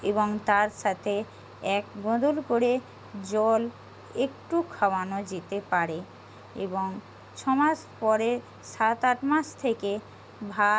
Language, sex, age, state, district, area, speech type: Bengali, female, 45-60, West Bengal, Jhargram, rural, spontaneous